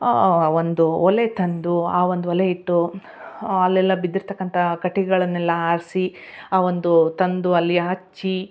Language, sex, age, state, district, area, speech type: Kannada, female, 30-45, Karnataka, Koppal, rural, spontaneous